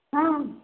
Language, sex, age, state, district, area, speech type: Odia, female, 45-60, Odisha, Sambalpur, rural, conversation